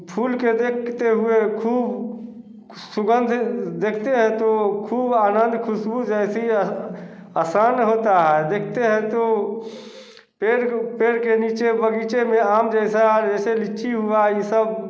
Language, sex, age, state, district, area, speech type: Hindi, male, 45-60, Bihar, Samastipur, rural, spontaneous